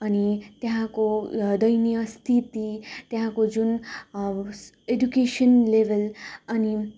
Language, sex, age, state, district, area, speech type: Nepali, female, 18-30, West Bengal, Darjeeling, rural, spontaneous